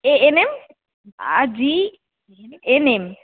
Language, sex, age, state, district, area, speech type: Bengali, female, 18-30, West Bengal, Jalpaiguri, rural, conversation